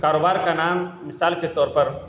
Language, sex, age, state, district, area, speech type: Urdu, male, 45-60, Bihar, Gaya, urban, spontaneous